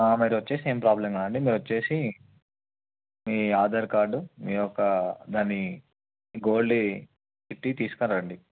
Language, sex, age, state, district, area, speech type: Telugu, male, 18-30, Telangana, Hyderabad, urban, conversation